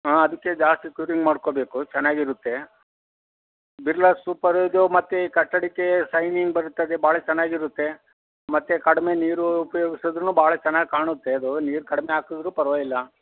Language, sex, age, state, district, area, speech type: Kannada, male, 60+, Karnataka, Kodagu, rural, conversation